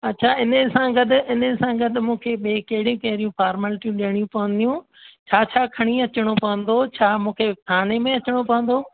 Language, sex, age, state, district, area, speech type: Sindhi, female, 60+, Rajasthan, Ajmer, urban, conversation